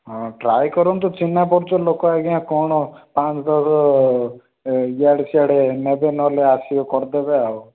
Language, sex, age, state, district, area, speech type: Odia, male, 30-45, Odisha, Rayagada, urban, conversation